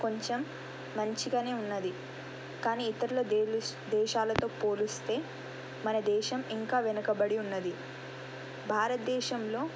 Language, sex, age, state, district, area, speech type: Telugu, female, 18-30, Telangana, Nirmal, rural, spontaneous